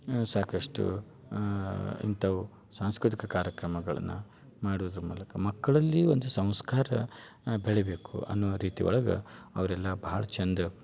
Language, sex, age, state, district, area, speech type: Kannada, male, 30-45, Karnataka, Dharwad, rural, spontaneous